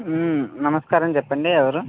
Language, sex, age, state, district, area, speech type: Telugu, male, 18-30, Andhra Pradesh, West Godavari, rural, conversation